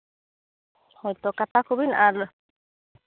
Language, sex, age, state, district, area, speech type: Santali, female, 18-30, Jharkhand, Seraikela Kharsawan, rural, conversation